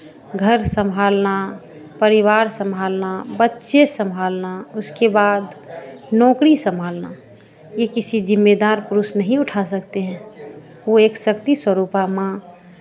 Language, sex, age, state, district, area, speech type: Hindi, female, 45-60, Bihar, Madhepura, rural, spontaneous